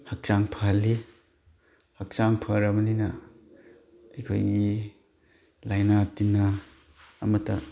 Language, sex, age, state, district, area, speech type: Manipuri, male, 30-45, Manipur, Chandel, rural, spontaneous